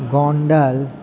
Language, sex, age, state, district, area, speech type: Gujarati, male, 30-45, Gujarat, Valsad, rural, spontaneous